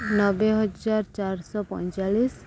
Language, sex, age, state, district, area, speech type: Odia, female, 30-45, Odisha, Subarnapur, urban, spontaneous